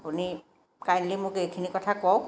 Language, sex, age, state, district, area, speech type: Assamese, female, 45-60, Assam, Jorhat, urban, spontaneous